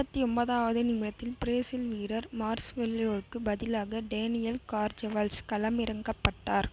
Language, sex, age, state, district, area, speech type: Tamil, female, 18-30, Tamil Nadu, Vellore, urban, read